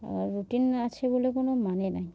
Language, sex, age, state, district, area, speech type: Bengali, female, 18-30, West Bengal, Murshidabad, urban, spontaneous